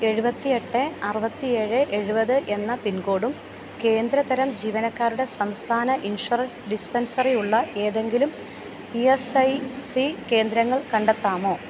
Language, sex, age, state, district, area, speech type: Malayalam, female, 30-45, Kerala, Alappuzha, rural, read